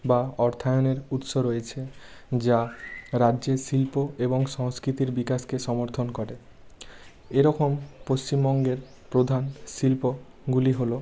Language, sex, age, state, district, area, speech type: Bengali, male, 18-30, West Bengal, Bankura, urban, spontaneous